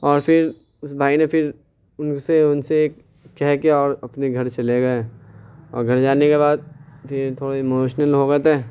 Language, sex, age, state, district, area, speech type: Urdu, male, 18-30, Uttar Pradesh, Ghaziabad, urban, spontaneous